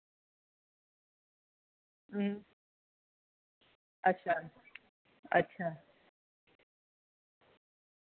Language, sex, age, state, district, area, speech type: Dogri, female, 30-45, Jammu and Kashmir, Jammu, urban, conversation